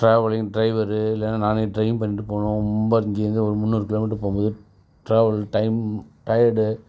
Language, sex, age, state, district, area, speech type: Tamil, male, 45-60, Tamil Nadu, Perambalur, rural, spontaneous